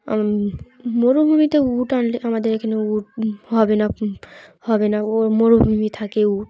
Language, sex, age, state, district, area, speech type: Bengali, female, 18-30, West Bengal, Dakshin Dinajpur, urban, spontaneous